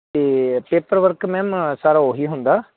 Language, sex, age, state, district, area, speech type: Punjabi, male, 18-30, Punjab, Muktsar, rural, conversation